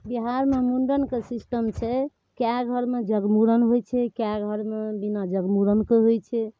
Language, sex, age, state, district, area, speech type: Maithili, female, 45-60, Bihar, Darbhanga, rural, spontaneous